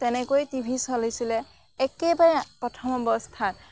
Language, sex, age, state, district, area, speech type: Assamese, female, 18-30, Assam, Morigaon, rural, spontaneous